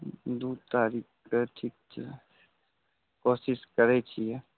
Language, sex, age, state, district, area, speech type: Maithili, male, 30-45, Bihar, Saharsa, rural, conversation